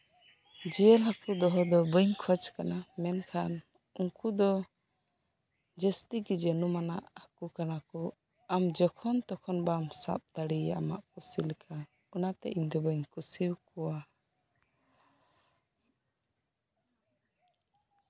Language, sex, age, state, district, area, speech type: Santali, female, 18-30, West Bengal, Birbhum, rural, spontaneous